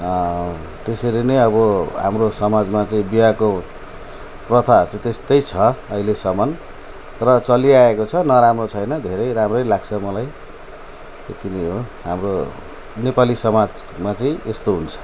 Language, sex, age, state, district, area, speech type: Nepali, male, 45-60, West Bengal, Jalpaiguri, rural, spontaneous